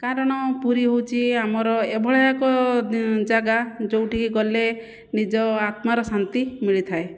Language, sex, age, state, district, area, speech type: Odia, female, 45-60, Odisha, Jajpur, rural, spontaneous